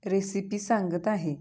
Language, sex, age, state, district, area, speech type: Marathi, female, 30-45, Maharashtra, Sangli, rural, spontaneous